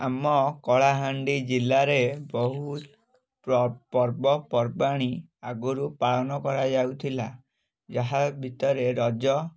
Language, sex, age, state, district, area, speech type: Odia, male, 18-30, Odisha, Kalahandi, rural, spontaneous